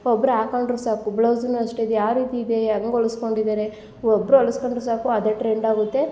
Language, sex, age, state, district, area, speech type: Kannada, female, 18-30, Karnataka, Hassan, rural, spontaneous